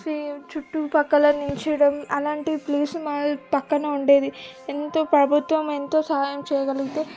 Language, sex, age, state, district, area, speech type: Telugu, female, 18-30, Telangana, Medak, rural, spontaneous